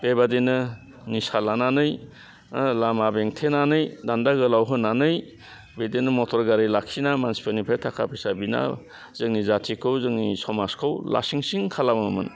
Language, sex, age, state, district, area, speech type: Bodo, male, 60+, Assam, Udalguri, urban, spontaneous